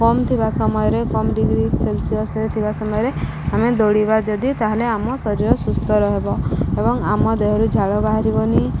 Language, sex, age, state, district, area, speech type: Odia, female, 18-30, Odisha, Subarnapur, urban, spontaneous